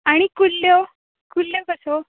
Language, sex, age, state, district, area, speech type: Goan Konkani, female, 18-30, Goa, Canacona, rural, conversation